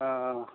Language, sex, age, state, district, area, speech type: Maithili, male, 30-45, Bihar, Begusarai, rural, conversation